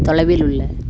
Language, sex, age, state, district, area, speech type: Tamil, female, 45-60, Tamil Nadu, Thoothukudi, rural, read